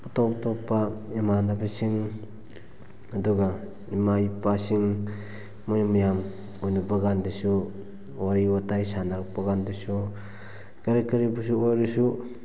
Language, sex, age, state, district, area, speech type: Manipuri, male, 18-30, Manipur, Kakching, rural, spontaneous